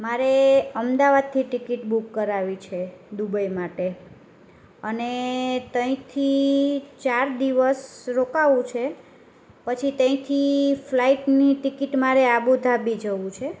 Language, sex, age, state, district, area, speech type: Gujarati, female, 30-45, Gujarat, Kheda, rural, spontaneous